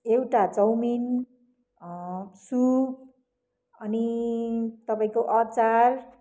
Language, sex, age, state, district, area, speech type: Nepali, female, 60+, West Bengal, Kalimpong, rural, spontaneous